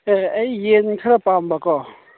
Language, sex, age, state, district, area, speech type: Manipuri, male, 45-60, Manipur, Chandel, rural, conversation